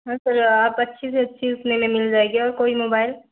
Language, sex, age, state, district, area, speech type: Hindi, female, 30-45, Uttar Pradesh, Ayodhya, rural, conversation